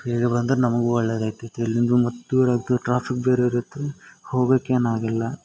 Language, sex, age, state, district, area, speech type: Kannada, male, 18-30, Karnataka, Yadgir, rural, spontaneous